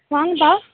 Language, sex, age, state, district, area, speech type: Tamil, female, 18-30, Tamil Nadu, Mayiladuthurai, urban, conversation